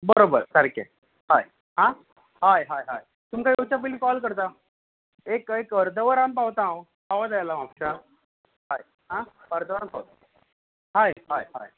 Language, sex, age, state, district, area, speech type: Goan Konkani, male, 18-30, Goa, Bardez, urban, conversation